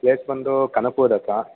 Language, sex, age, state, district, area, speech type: Kannada, male, 18-30, Karnataka, Mandya, rural, conversation